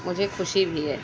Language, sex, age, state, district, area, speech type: Urdu, female, 18-30, Uttar Pradesh, Mau, urban, spontaneous